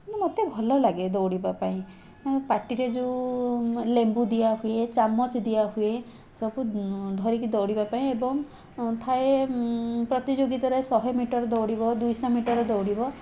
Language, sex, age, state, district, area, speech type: Odia, female, 30-45, Odisha, Puri, urban, spontaneous